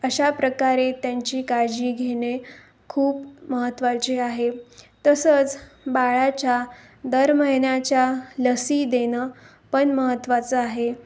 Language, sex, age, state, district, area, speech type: Marathi, female, 18-30, Maharashtra, Osmanabad, rural, spontaneous